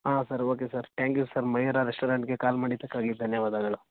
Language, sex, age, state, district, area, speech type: Kannada, male, 18-30, Karnataka, Mandya, rural, conversation